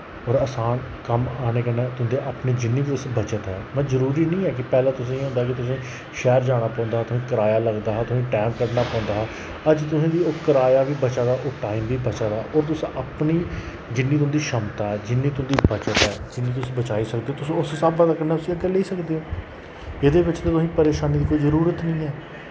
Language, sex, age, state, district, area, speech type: Dogri, male, 30-45, Jammu and Kashmir, Jammu, rural, spontaneous